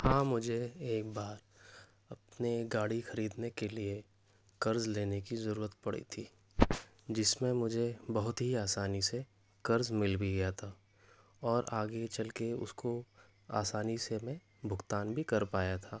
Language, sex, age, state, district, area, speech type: Urdu, male, 18-30, Delhi, South Delhi, urban, spontaneous